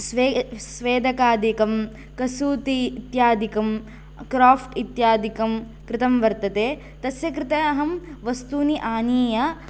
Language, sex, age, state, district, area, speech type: Sanskrit, female, 18-30, Karnataka, Haveri, rural, spontaneous